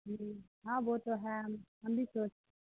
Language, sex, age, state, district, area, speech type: Urdu, female, 18-30, Bihar, Khagaria, rural, conversation